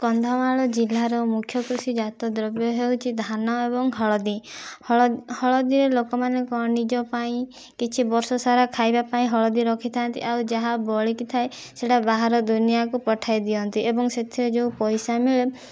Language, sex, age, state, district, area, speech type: Odia, female, 18-30, Odisha, Kandhamal, rural, spontaneous